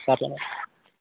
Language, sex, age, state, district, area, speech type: Telugu, male, 18-30, Telangana, Bhadradri Kothagudem, urban, conversation